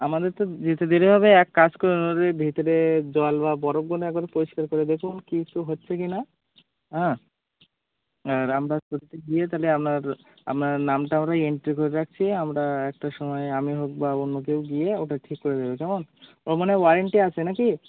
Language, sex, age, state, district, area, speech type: Bengali, male, 18-30, West Bengal, Birbhum, urban, conversation